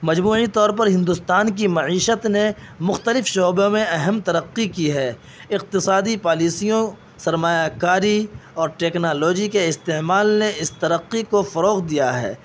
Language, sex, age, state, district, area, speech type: Urdu, male, 18-30, Uttar Pradesh, Saharanpur, urban, spontaneous